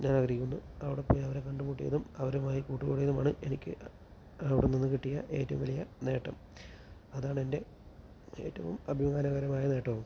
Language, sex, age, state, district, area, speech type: Malayalam, male, 30-45, Kerala, Palakkad, urban, spontaneous